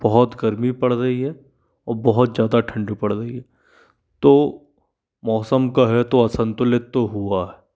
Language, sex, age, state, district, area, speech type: Hindi, male, 45-60, Madhya Pradesh, Bhopal, urban, spontaneous